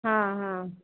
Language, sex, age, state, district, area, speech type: Hindi, female, 45-60, Uttar Pradesh, Azamgarh, urban, conversation